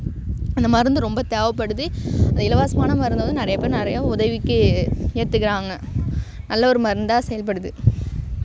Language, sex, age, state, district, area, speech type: Tamil, female, 18-30, Tamil Nadu, Thanjavur, urban, spontaneous